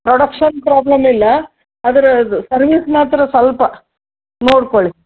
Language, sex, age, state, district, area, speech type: Kannada, female, 60+, Karnataka, Gulbarga, urban, conversation